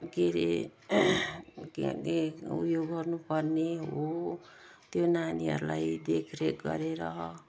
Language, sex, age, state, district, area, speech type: Nepali, female, 60+, West Bengal, Jalpaiguri, urban, spontaneous